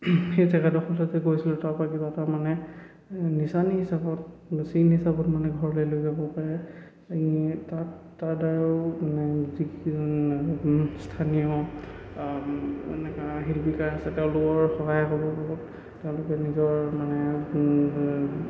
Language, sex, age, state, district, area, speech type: Assamese, male, 18-30, Assam, Charaideo, rural, spontaneous